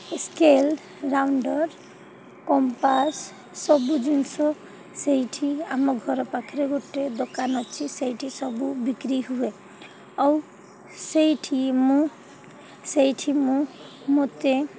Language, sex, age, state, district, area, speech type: Odia, female, 45-60, Odisha, Sundergarh, rural, spontaneous